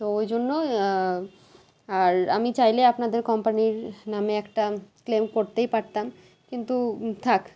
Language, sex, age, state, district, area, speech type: Bengali, female, 30-45, West Bengal, Malda, rural, spontaneous